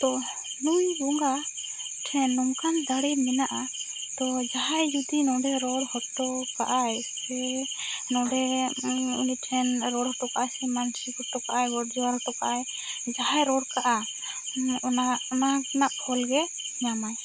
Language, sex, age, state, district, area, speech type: Santali, female, 18-30, West Bengal, Bankura, rural, spontaneous